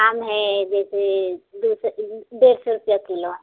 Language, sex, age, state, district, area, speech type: Hindi, female, 45-60, Uttar Pradesh, Prayagraj, rural, conversation